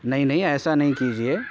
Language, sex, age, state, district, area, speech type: Urdu, male, 18-30, Bihar, Purnia, rural, spontaneous